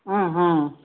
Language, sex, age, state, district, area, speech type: Tamil, female, 30-45, Tamil Nadu, Dharmapuri, rural, conversation